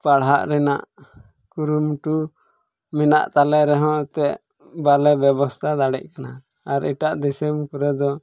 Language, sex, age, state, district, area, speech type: Santali, male, 18-30, Jharkhand, Pakur, rural, spontaneous